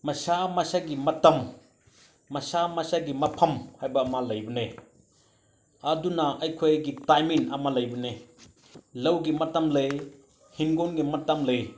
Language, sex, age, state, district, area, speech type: Manipuri, male, 45-60, Manipur, Senapati, rural, spontaneous